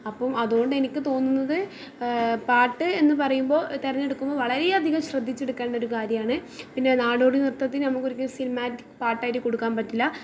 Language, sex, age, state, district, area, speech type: Malayalam, female, 18-30, Kerala, Thrissur, urban, spontaneous